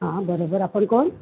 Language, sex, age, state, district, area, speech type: Marathi, female, 45-60, Maharashtra, Mumbai Suburban, urban, conversation